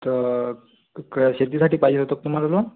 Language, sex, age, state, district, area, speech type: Marathi, male, 18-30, Maharashtra, Amravati, urban, conversation